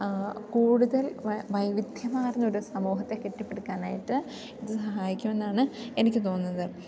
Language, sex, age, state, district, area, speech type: Malayalam, female, 18-30, Kerala, Idukki, rural, spontaneous